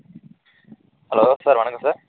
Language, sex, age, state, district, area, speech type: Tamil, male, 30-45, Tamil Nadu, Dharmapuri, rural, conversation